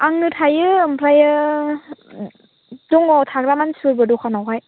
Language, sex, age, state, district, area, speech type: Bodo, female, 45-60, Assam, Chirang, rural, conversation